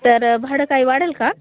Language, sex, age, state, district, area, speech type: Marathi, female, 30-45, Maharashtra, Hingoli, urban, conversation